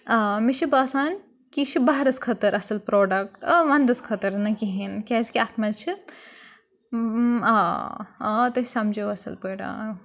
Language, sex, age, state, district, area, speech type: Kashmiri, female, 18-30, Jammu and Kashmir, Kupwara, urban, spontaneous